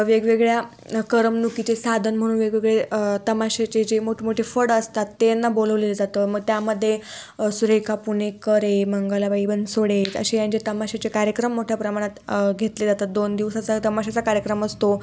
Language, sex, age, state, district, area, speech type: Marathi, female, 18-30, Maharashtra, Ahmednagar, rural, spontaneous